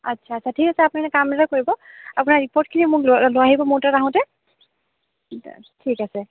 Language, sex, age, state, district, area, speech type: Assamese, female, 45-60, Assam, Biswanath, rural, conversation